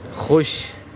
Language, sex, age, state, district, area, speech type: Urdu, male, 18-30, Delhi, North West Delhi, urban, read